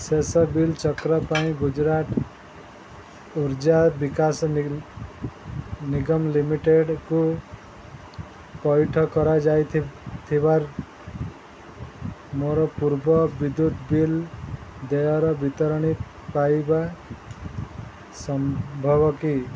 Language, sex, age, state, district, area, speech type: Odia, male, 30-45, Odisha, Sundergarh, urban, read